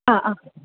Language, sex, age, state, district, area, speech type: Sanskrit, female, 18-30, Kerala, Ernakulam, urban, conversation